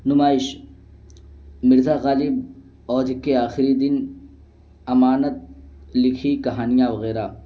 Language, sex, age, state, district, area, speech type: Urdu, male, 18-30, Uttar Pradesh, Balrampur, rural, spontaneous